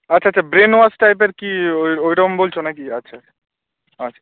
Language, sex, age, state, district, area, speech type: Bengali, male, 45-60, West Bengal, Bankura, urban, conversation